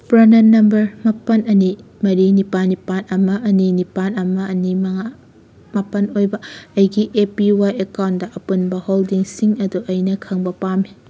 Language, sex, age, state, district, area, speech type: Manipuri, female, 18-30, Manipur, Kakching, rural, read